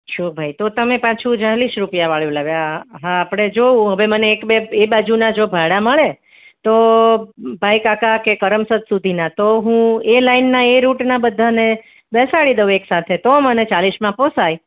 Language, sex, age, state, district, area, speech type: Gujarati, female, 45-60, Gujarat, Anand, urban, conversation